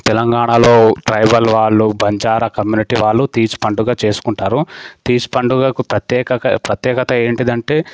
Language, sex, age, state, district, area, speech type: Telugu, male, 18-30, Telangana, Sangareddy, rural, spontaneous